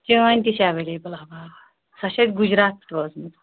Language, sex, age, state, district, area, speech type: Kashmiri, female, 30-45, Jammu and Kashmir, Shopian, rural, conversation